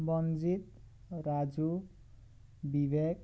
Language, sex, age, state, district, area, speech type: Assamese, male, 18-30, Assam, Morigaon, rural, spontaneous